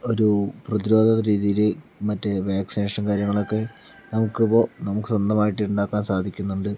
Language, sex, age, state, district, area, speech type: Malayalam, male, 60+, Kerala, Palakkad, rural, spontaneous